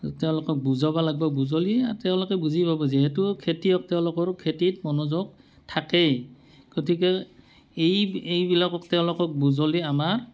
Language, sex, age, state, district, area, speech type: Assamese, male, 45-60, Assam, Barpeta, rural, spontaneous